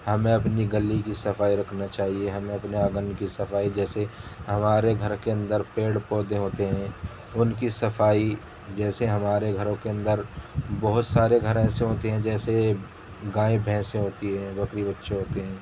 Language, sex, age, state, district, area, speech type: Urdu, male, 30-45, Delhi, Central Delhi, urban, spontaneous